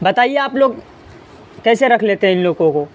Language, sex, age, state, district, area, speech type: Urdu, male, 18-30, Bihar, Saharsa, rural, spontaneous